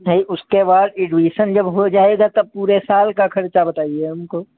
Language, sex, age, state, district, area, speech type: Hindi, male, 30-45, Uttar Pradesh, Sitapur, rural, conversation